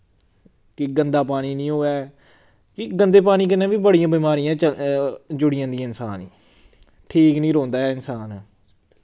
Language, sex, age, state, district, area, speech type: Dogri, male, 18-30, Jammu and Kashmir, Samba, rural, spontaneous